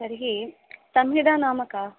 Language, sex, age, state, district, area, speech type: Sanskrit, female, 18-30, Kerala, Thrissur, urban, conversation